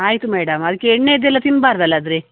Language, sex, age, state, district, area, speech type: Kannada, female, 60+, Karnataka, Udupi, rural, conversation